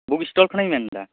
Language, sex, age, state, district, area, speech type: Santali, male, 18-30, West Bengal, Birbhum, rural, conversation